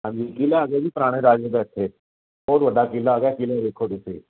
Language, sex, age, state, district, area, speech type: Punjabi, male, 30-45, Punjab, Fazilka, rural, conversation